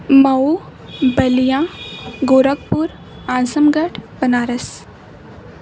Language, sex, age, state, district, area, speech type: Urdu, female, 18-30, Uttar Pradesh, Mau, urban, spontaneous